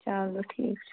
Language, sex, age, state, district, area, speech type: Kashmiri, male, 18-30, Jammu and Kashmir, Budgam, rural, conversation